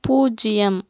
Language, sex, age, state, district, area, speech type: Tamil, female, 18-30, Tamil Nadu, Tirupattur, urban, read